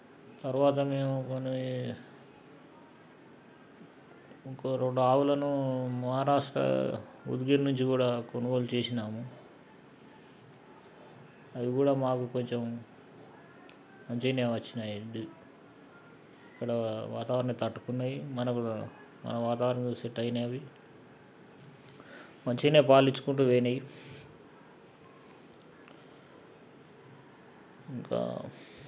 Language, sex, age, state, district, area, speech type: Telugu, male, 45-60, Telangana, Nalgonda, rural, spontaneous